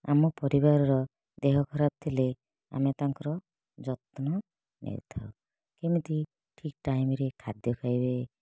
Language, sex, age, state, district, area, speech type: Odia, female, 30-45, Odisha, Kalahandi, rural, spontaneous